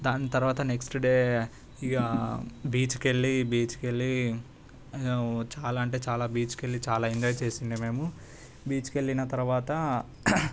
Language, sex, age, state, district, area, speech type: Telugu, male, 18-30, Telangana, Hyderabad, urban, spontaneous